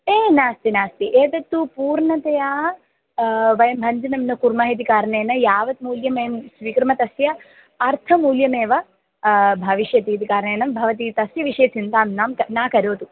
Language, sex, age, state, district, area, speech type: Sanskrit, female, 18-30, Kerala, Thiruvananthapuram, urban, conversation